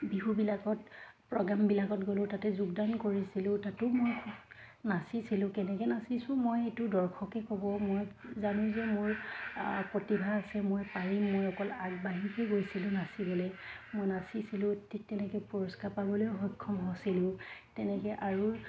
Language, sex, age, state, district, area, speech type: Assamese, female, 30-45, Assam, Dhemaji, rural, spontaneous